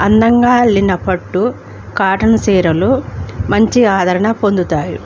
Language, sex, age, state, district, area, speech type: Telugu, female, 45-60, Andhra Pradesh, Alluri Sitarama Raju, rural, spontaneous